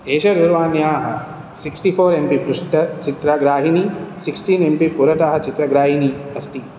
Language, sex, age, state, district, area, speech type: Sanskrit, male, 18-30, Telangana, Hyderabad, urban, spontaneous